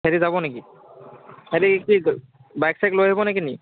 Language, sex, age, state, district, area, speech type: Assamese, male, 18-30, Assam, Lakhimpur, rural, conversation